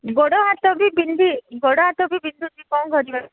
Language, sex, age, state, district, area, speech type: Odia, female, 18-30, Odisha, Koraput, urban, conversation